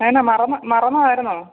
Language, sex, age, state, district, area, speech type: Malayalam, female, 30-45, Kerala, Pathanamthitta, rural, conversation